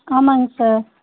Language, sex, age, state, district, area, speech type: Tamil, female, 18-30, Tamil Nadu, Tirupattur, rural, conversation